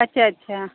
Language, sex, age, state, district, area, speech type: Marathi, female, 45-60, Maharashtra, Nagpur, urban, conversation